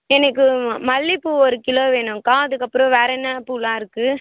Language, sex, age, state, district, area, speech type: Tamil, female, 18-30, Tamil Nadu, Vellore, urban, conversation